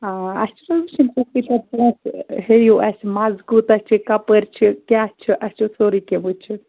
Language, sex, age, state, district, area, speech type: Kashmiri, female, 30-45, Jammu and Kashmir, Bandipora, rural, conversation